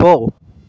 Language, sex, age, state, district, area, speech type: Tamil, male, 18-30, Tamil Nadu, Madurai, urban, read